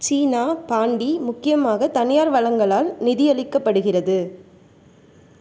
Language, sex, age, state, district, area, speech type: Tamil, female, 45-60, Tamil Nadu, Tiruvarur, rural, read